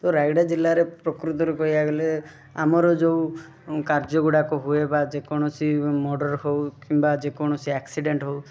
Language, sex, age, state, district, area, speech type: Odia, male, 18-30, Odisha, Rayagada, rural, spontaneous